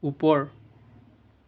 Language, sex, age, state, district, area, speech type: Assamese, male, 18-30, Assam, Biswanath, rural, read